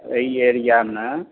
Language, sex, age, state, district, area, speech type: Maithili, male, 60+, Bihar, Madhubani, rural, conversation